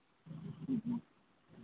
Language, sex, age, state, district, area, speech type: Santali, female, 45-60, Odisha, Mayurbhanj, rural, conversation